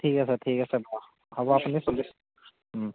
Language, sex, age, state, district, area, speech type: Assamese, male, 18-30, Assam, Lakhimpur, rural, conversation